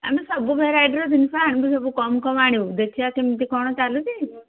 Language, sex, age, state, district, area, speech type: Odia, female, 60+, Odisha, Jharsuguda, rural, conversation